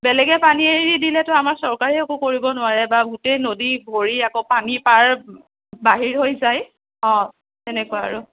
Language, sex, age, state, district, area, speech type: Assamese, female, 60+, Assam, Nagaon, rural, conversation